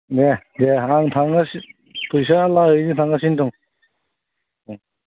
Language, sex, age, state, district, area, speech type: Bodo, male, 45-60, Assam, Udalguri, rural, conversation